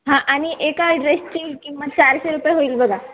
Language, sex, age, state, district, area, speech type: Marathi, female, 18-30, Maharashtra, Hingoli, urban, conversation